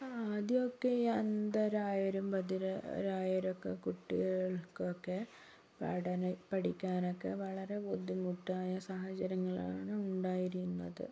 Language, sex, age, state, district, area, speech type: Malayalam, female, 60+, Kerala, Wayanad, rural, spontaneous